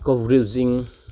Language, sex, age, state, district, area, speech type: Manipuri, male, 30-45, Manipur, Chandel, rural, spontaneous